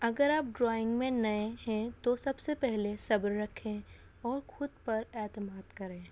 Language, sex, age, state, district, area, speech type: Urdu, female, 18-30, Delhi, North East Delhi, urban, spontaneous